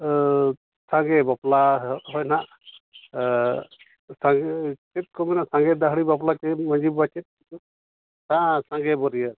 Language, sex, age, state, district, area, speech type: Santali, male, 30-45, Jharkhand, Seraikela Kharsawan, rural, conversation